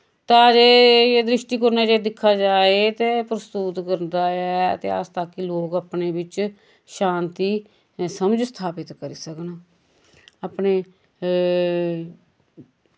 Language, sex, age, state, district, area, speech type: Dogri, female, 45-60, Jammu and Kashmir, Samba, rural, spontaneous